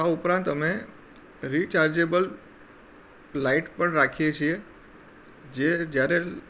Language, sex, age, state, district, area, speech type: Gujarati, male, 45-60, Gujarat, Anand, urban, spontaneous